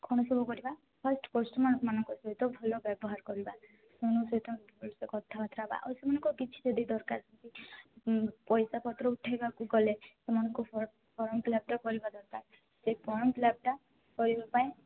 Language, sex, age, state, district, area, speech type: Odia, female, 18-30, Odisha, Malkangiri, rural, conversation